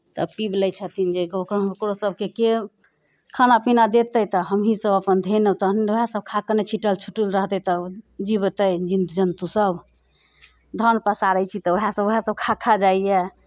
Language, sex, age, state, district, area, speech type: Maithili, female, 45-60, Bihar, Muzaffarpur, urban, spontaneous